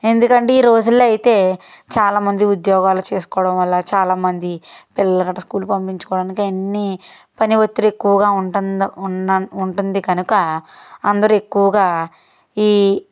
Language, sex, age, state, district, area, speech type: Telugu, female, 30-45, Andhra Pradesh, Guntur, urban, spontaneous